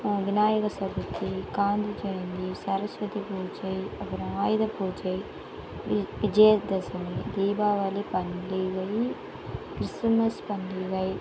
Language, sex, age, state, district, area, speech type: Tamil, female, 18-30, Tamil Nadu, Tiruvannamalai, rural, spontaneous